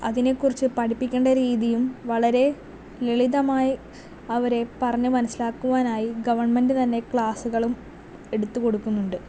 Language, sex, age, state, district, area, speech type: Malayalam, female, 18-30, Kerala, Palakkad, rural, spontaneous